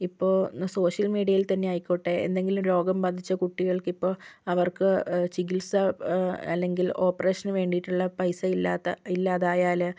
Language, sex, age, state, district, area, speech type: Malayalam, female, 18-30, Kerala, Kozhikode, rural, spontaneous